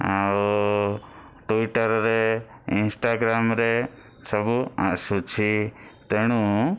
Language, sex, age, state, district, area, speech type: Odia, male, 60+, Odisha, Bhadrak, rural, spontaneous